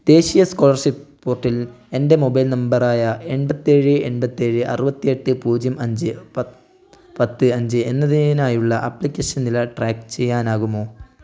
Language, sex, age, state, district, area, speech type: Malayalam, male, 18-30, Kerala, Wayanad, rural, read